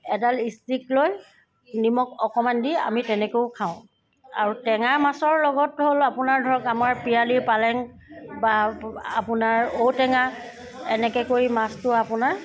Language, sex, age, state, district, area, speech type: Assamese, female, 30-45, Assam, Sivasagar, rural, spontaneous